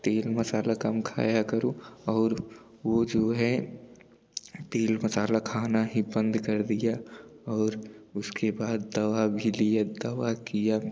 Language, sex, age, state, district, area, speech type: Hindi, male, 18-30, Uttar Pradesh, Jaunpur, urban, spontaneous